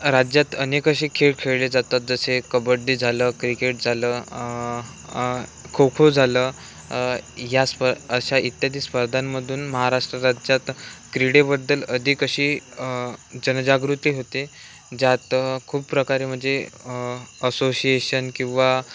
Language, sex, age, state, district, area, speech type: Marathi, male, 18-30, Maharashtra, Wardha, urban, spontaneous